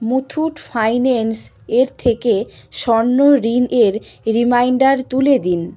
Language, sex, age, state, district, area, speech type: Bengali, female, 45-60, West Bengal, Purba Medinipur, rural, read